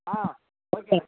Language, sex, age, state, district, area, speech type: Tamil, male, 18-30, Tamil Nadu, Perambalur, urban, conversation